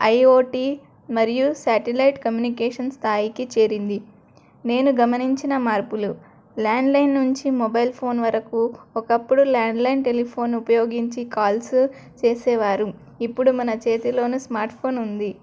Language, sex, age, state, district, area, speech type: Telugu, female, 18-30, Telangana, Adilabad, rural, spontaneous